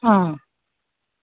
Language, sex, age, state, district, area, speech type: Goan Konkani, female, 45-60, Goa, Canacona, rural, conversation